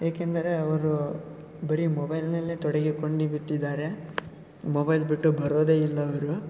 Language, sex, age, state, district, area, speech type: Kannada, male, 18-30, Karnataka, Shimoga, rural, spontaneous